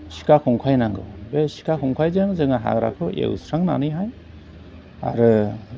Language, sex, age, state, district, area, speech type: Bodo, male, 45-60, Assam, Chirang, rural, spontaneous